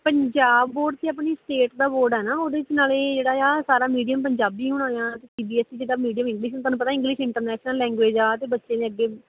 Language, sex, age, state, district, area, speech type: Punjabi, female, 30-45, Punjab, Kapurthala, rural, conversation